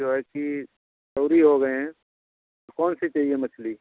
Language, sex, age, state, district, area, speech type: Hindi, male, 30-45, Uttar Pradesh, Bhadohi, rural, conversation